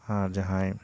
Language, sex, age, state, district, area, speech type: Santali, male, 30-45, West Bengal, Purba Bardhaman, rural, spontaneous